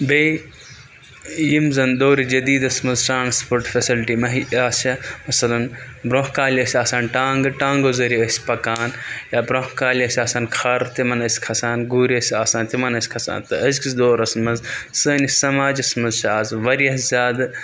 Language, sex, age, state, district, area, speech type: Kashmiri, male, 18-30, Jammu and Kashmir, Budgam, rural, spontaneous